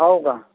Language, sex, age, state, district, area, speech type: Marathi, male, 60+, Maharashtra, Akola, urban, conversation